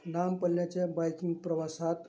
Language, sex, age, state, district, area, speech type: Marathi, male, 60+, Maharashtra, Osmanabad, rural, spontaneous